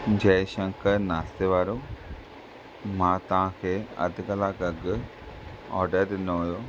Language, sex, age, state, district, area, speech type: Sindhi, male, 30-45, Maharashtra, Thane, urban, spontaneous